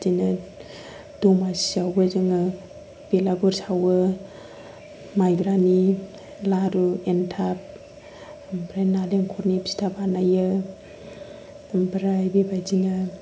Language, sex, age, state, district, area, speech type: Bodo, female, 18-30, Assam, Kokrajhar, urban, spontaneous